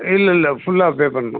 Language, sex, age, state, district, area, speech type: Tamil, male, 60+, Tamil Nadu, Sivaganga, rural, conversation